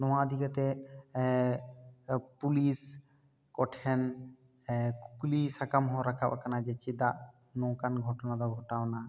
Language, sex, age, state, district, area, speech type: Santali, male, 18-30, West Bengal, Bankura, rural, spontaneous